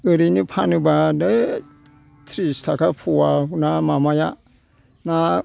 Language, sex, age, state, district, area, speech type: Bodo, male, 60+, Assam, Kokrajhar, urban, spontaneous